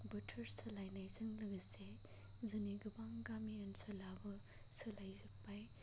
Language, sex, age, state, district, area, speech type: Bodo, male, 30-45, Assam, Chirang, rural, spontaneous